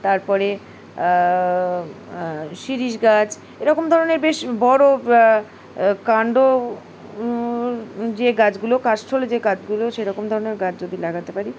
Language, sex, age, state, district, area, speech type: Bengali, female, 45-60, West Bengal, Uttar Dinajpur, urban, spontaneous